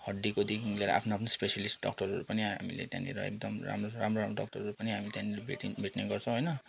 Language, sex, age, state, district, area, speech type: Nepali, male, 30-45, West Bengal, Kalimpong, rural, spontaneous